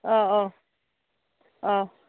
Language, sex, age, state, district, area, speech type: Manipuri, female, 60+, Manipur, Churachandpur, urban, conversation